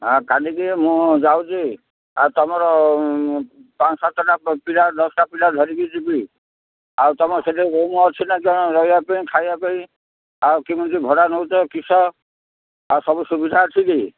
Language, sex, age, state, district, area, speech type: Odia, male, 60+, Odisha, Gajapati, rural, conversation